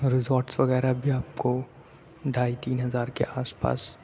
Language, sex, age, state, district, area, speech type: Urdu, male, 18-30, Uttar Pradesh, Aligarh, urban, spontaneous